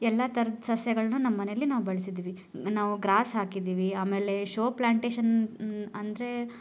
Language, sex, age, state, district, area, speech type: Kannada, female, 30-45, Karnataka, Koppal, rural, spontaneous